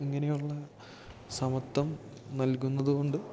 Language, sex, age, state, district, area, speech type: Malayalam, male, 18-30, Kerala, Idukki, rural, spontaneous